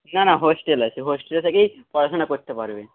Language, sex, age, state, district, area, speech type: Bengali, male, 45-60, West Bengal, Nadia, rural, conversation